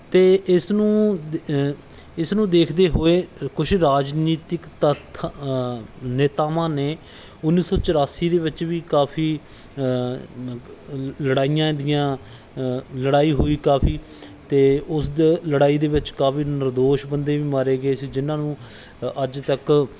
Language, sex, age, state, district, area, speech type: Punjabi, male, 30-45, Punjab, Bathinda, rural, spontaneous